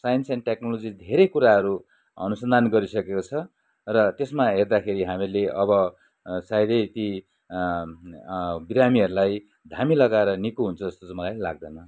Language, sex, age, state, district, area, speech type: Nepali, male, 60+, West Bengal, Kalimpong, rural, spontaneous